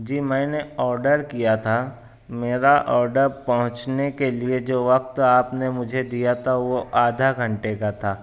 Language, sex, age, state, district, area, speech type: Urdu, male, 60+, Maharashtra, Nashik, urban, spontaneous